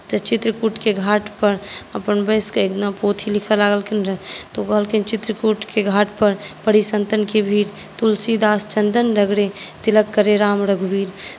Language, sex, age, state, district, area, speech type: Maithili, female, 18-30, Bihar, Saharsa, urban, spontaneous